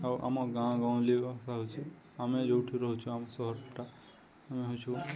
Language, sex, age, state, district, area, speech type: Odia, male, 30-45, Odisha, Nuapada, urban, spontaneous